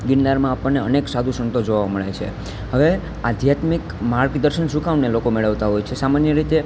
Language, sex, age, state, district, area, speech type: Gujarati, male, 18-30, Gujarat, Junagadh, urban, spontaneous